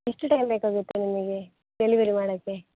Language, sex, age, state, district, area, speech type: Kannada, female, 18-30, Karnataka, Dakshina Kannada, rural, conversation